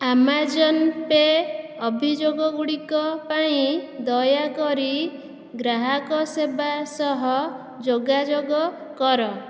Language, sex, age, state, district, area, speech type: Odia, female, 18-30, Odisha, Dhenkanal, rural, read